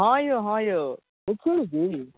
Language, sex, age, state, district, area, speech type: Maithili, male, 18-30, Bihar, Saharsa, rural, conversation